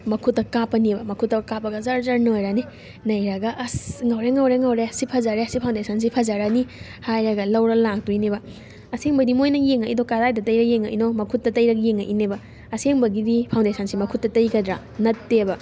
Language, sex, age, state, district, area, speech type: Manipuri, female, 18-30, Manipur, Thoubal, rural, spontaneous